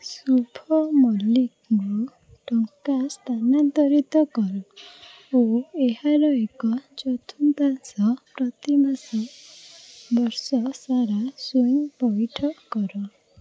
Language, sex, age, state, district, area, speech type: Odia, female, 45-60, Odisha, Puri, urban, read